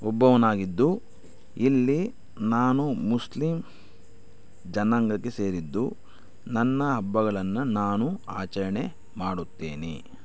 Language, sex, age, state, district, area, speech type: Kannada, male, 30-45, Karnataka, Chikkaballapur, rural, spontaneous